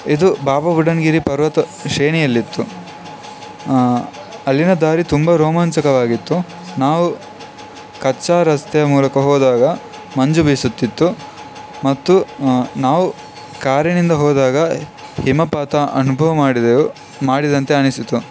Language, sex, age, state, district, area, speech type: Kannada, male, 18-30, Karnataka, Dakshina Kannada, rural, spontaneous